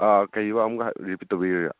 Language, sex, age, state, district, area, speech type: Manipuri, male, 30-45, Manipur, Churachandpur, rural, conversation